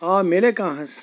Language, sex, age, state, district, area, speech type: Kashmiri, male, 45-60, Jammu and Kashmir, Kulgam, rural, spontaneous